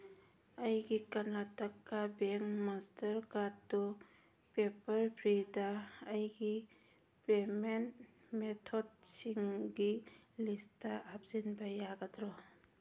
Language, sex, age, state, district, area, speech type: Manipuri, female, 45-60, Manipur, Churachandpur, rural, read